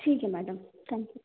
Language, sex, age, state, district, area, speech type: Hindi, female, 18-30, Madhya Pradesh, Seoni, urban, conversation